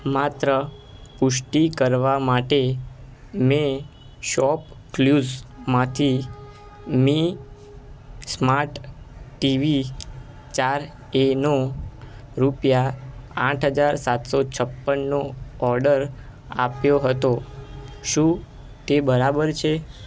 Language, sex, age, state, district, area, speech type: Gujarati, male, 18-30, Gujarat, Ahmedabad, urban, read